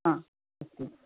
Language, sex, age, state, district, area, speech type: Sanskrit, female, 45-60, Andhra Pradesh, Chittoor, urban, conversation